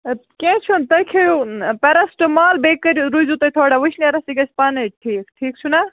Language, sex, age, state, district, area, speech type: Kashmiri, female, 18-30, Jammu and Kashmir, Baramulla, rural, conversation